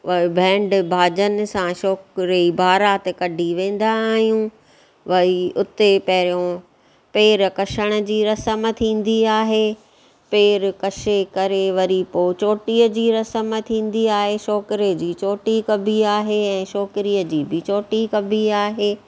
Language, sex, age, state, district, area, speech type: Sindhi, female, 45-60, Maharashtra, Thane, urban, spontaneous